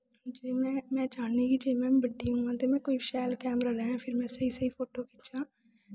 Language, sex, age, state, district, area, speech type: Dogri, female, 18-30, Jammu and Kashmir, Kathua, rural, spontaneous